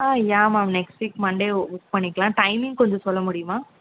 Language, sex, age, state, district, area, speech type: Tamil, female, 18-30, Tamil Nadu, Chennai, urban, conversation